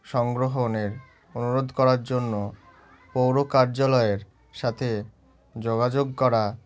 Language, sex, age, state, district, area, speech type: Bengali, male, 18-30, West Bengal, Murshidabad, urban, spontaneous